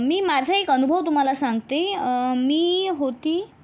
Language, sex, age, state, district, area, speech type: Marathi, female, 18-30, Maharashtra, Yavatmal, rural, spontaneous